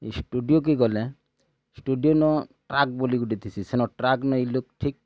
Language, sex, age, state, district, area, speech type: Odia, male, 30-45, Odisha, Bargarh, rural, spontaneous